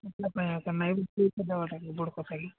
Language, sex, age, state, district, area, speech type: Odia, male, 45-60, Odisha, Nabarangpur, rural, conversation